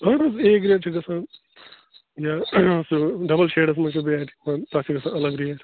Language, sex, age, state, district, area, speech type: Kashmiri, male, 18-30, Jammu and Kashmir, Bandipora, rural, conversation